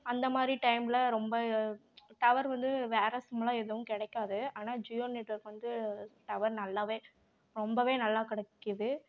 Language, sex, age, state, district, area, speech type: Tamil, female, 18-30, Tamil Nadu, Namakkal, urban, spontaneous